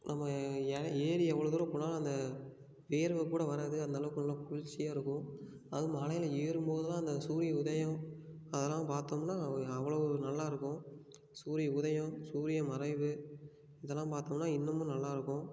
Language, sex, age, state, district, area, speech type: Tamil, male, 18-30, Tamil Nadu, Tiruppur, rural, spontaneous